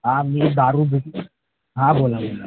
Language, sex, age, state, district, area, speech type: Marathi, male, 30-45, Maharashtra, Ratnagiri, urban, conversation